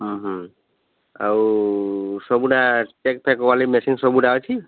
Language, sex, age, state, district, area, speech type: Odia, male, 30-45, Odisha, Sambalpur, rural, conversation